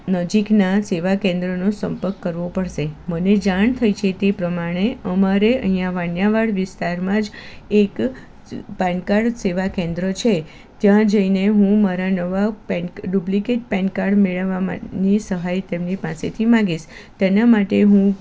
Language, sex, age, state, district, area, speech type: Gujarati, female, 45-60, Gujarat, Kheda, rural, spontaneous